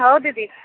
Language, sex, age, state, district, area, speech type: Odia, female, 45-60, Odisha, Angul, rural, conversation